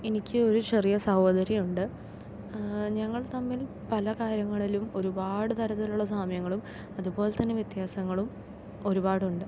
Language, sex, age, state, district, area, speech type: Malayalam, female, 18-30, Kerala, Palakkad, rural, spontaneous